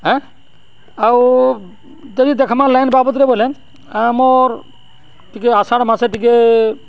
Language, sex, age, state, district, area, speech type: Odia, male, 60+, Odisha, Balangir, urban, spontaneous